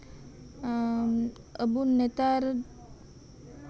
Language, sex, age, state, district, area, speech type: Santali, female, 30-45, West Bengal, Birbhum, rural, spontaneous